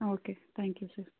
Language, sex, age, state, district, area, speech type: Kannada, female, 18-30, Karnataka, Davanagere, rural, conversation